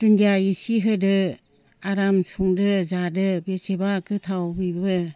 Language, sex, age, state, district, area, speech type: Bodo, female, 60+, Assam, Baksa, rural, spontaneous